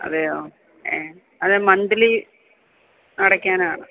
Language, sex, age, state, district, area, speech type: Malayalam, female, 30-45, Kerala, Kottayam, urban, conversation